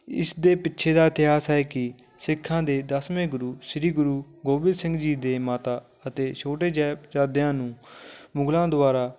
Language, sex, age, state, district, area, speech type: Punjabi, male, 18-30, Punjab, Fatehgarh Sahib, rural, spontaneous